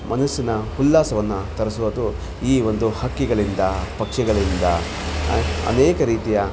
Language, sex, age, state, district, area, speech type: Kannada, male, 30-45, Karnataka, Kolar, rural, spontaneous